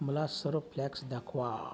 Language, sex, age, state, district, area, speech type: Marathi, male, 45-60, Maharashtra, Akola, urban, read